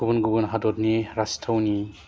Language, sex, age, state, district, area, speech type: Bodo, male, 30-45, Assam, Udalguri, urban, spontaneous